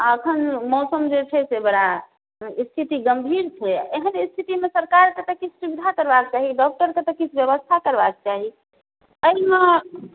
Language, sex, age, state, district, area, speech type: Maithili, female, 30-45, Bihar, Madhubani, urban, conversation